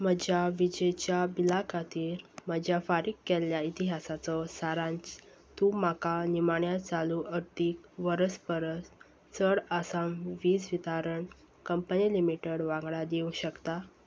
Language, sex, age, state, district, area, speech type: Goan Konkani, female, 18-30, Goa, Salcete, rural, read